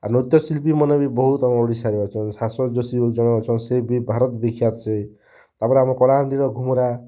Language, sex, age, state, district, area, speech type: Odia, male, 30-45, Odisha, Kalahandi, rural, spontaneous